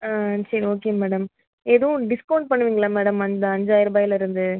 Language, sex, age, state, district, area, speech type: Tamil, female, 30-45, Tamil Nadu, Pudukkottai, rural, conversation